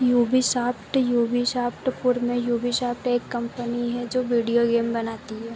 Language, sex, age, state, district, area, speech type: Hindi, female, 18-30, Madhya Pradesh, Harda, rural, read